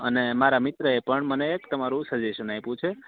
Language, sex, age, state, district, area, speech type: Gujarati, male, 30-45, Gujarat, Rajkot, rural, conversation